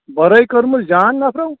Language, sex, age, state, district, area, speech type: Kashmiri, male, 45-60, Jammu and Kashmir, Kulgam, rural, conversation